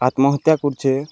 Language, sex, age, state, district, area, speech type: Odia, male, 18-30, Odisha, Balangir, urban, spontaneous